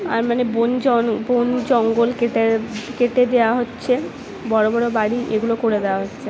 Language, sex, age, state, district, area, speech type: Bengali, female, 18-30, West Bengal, Purba Bardhaman, urban, spontaneous